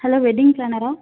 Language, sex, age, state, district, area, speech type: Tamil, female, 18-30, Tamil Nadu, Tiruchirappalli, rural, conversation